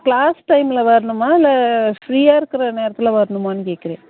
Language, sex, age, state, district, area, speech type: Tamil, female, 45-60, Tamil Nadu, Ariyalur, rural, conversation